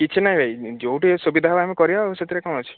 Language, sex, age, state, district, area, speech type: Odia, male, 30-45, Odisha, Puri, urban, conversation